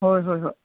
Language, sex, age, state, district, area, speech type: Manipuri, female, 60+, Manipur, Imphal East, urban, conversation